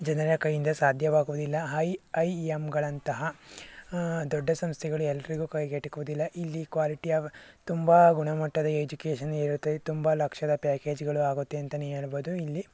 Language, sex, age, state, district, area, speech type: Kannada, male, 18-30, Karnataka, Chikkaballapur, urban, spontaneous